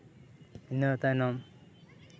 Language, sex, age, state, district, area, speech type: Santali, male, 30-45, West Bengal, Purba Bardhaman, rural, spontaneous